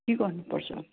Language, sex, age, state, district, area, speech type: Nepali, female, 60+, West Bengal, Darjeeling, rural, conversation